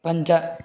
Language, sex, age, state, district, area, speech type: Sanskrit, male, 18-30, Karnataka, Haveri, urban, read